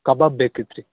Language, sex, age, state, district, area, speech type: Kannada, male, 18-30, Karnataka, Bellary, rural, conversation